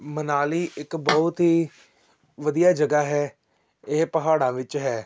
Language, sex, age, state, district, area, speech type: Punjabi, male, 18-30, Punjab, Tarn Taran, urban, spontaneous